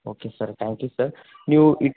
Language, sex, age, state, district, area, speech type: Kannada, male, 18-30, Karnataka, Koppal, rural, conversation